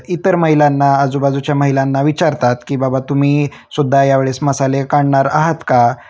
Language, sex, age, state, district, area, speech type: Marathi, male, 30-45, Maharashtra, Osmanabad, rural, spontaneous